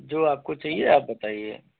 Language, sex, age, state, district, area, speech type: Hindi, male, 45-60, Uttar Pradesh, Hardoi, rural, conversation